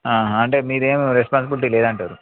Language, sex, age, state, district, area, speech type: Telugu, male, 18-30, Telangana, Yadadri Bhuvanagiri, urban, conversation